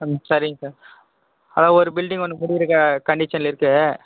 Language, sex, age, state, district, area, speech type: Tamil, male, 18-30, Tamil Nadu, Krishnagiri, rural, conversation